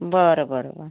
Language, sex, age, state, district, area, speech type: Marathi, female, 45-60, Maharashtra, Washim, rural, conversation